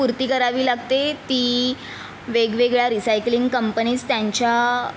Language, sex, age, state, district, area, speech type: Marathi, female, 18-30, Maharashtra, Mumbai Suburban, urban, spontaneous